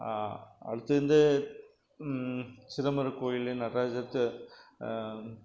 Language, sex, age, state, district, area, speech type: Tamil, male, 45-60, Tamil Nadu, Krishnagiri, rural, spontaneous